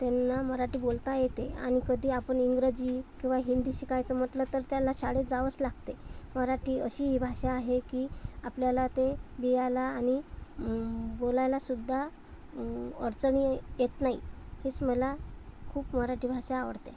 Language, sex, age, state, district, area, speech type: Marathi, female, 30-45, Maharashtra, Amravati, urban, spontaneous